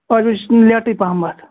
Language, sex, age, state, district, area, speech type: Kashmiri, male, 30-45, Jammu and Kashmir, Pulwama, rural, conversation